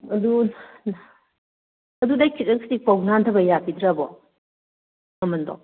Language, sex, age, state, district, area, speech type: Manipuri, female, 45-60, Manipur, Kakching, rural, conversation